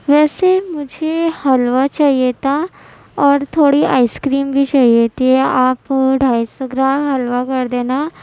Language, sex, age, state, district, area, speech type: Urdu, female, 18-30, Uttar Pradesh, Gautam Buddha Nagar, rural, spontaneous